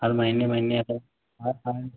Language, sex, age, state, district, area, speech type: Hindi, male, 30-45, Uttar Pradesh, Ghazipur, rural, conversation